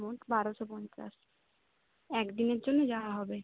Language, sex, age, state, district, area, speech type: Bengali, female, 30-45, West Bengal, Jhargram, rural, conversation